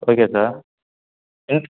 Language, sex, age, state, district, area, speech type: Tamil, male, 18-30, Tamil Nadu, Kallakurichi, rural, conversation